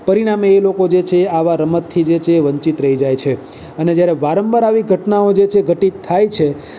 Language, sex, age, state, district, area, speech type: Gujarati, male, 30-45, Gujarat, Surat, urban, spontaneous